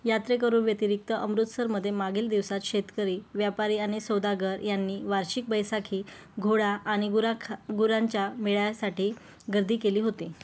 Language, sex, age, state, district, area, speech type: Marathi, female, 18-30, Maharashtra, Yavatmal, rural, read